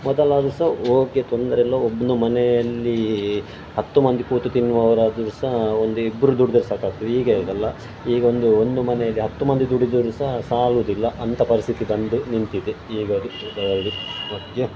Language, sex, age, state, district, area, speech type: Kannada, male, 30-45, Karnataka, Dakshina Kannada, rural, spontaneous